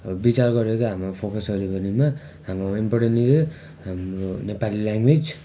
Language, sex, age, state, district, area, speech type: Nepali, male, 18-30, West Bengal, Darjeeling, rural, spontaneous